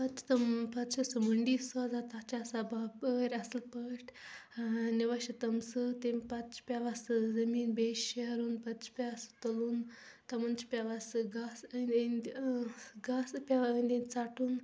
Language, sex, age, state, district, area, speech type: Kashmiri, female, 18-30, Jammu and Kashmir, Bandipora, rural, spontaneous